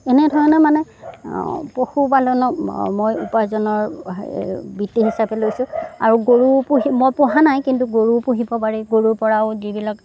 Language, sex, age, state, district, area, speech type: Assamese, female, 60+, Assam, Darrang, rural, spontaneous